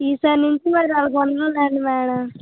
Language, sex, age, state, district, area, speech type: Telugu, female, 18-30, Andhra Pradesh, Vizianagaram, rural, conversation